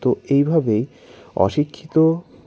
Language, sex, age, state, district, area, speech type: Bengali, male, 60+, West Bengal, Paschim Bardhaman, urban, spontaneous